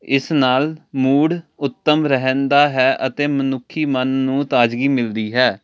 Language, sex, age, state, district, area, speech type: Punjabi, male, 18-30, Punjab, Jalandhar, urban, spontaneous